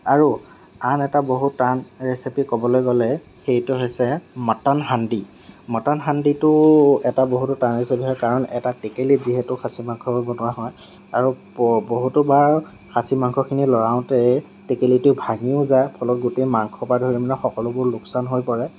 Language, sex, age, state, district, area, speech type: Assamese, male, 18-30, Assam, Lakhimpur, rural, spontaneous